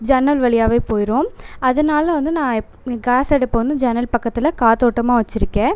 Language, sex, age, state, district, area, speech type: Tamil, female, 18-30, Tamil Nadu, Pudukkottai, rural, spontaneous